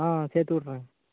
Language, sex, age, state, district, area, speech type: Tamil, male, 18-30, Tamil Nadu, Thoothukudi, rural, conversation